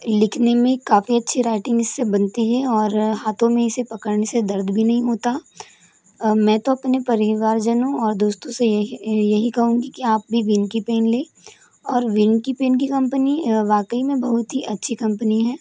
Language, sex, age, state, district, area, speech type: Hindi, other, 18-30, Madhya Pradesh, Balaghat, rural, spontaneous